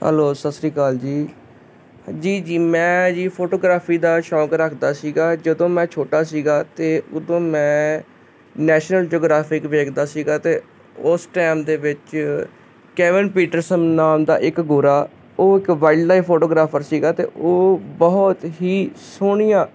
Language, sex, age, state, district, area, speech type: Punjabi, male, 30-45, Punjab, Hoshiarpur, rural, spontaneous